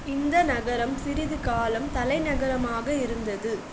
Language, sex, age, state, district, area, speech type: Tamil, female, 18-30, Tamil Nadu, Chengalpattu, urban, read